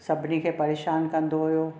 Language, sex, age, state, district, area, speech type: Sindhi, other, 60+, Maharashtra, Thane, urban, spontaneous